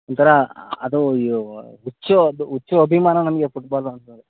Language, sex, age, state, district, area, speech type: Kannada, male, 30-45, Karnataka, Mandya, rural, conversation